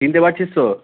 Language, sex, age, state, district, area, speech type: Bengali, male, 18-30, West Bengal, Malda, rural, conversation